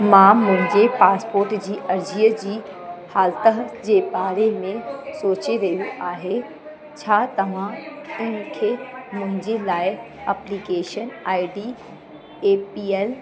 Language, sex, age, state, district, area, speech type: Sindhi, female, 30-45, Uttar Pradesh, Lucknow, urban, read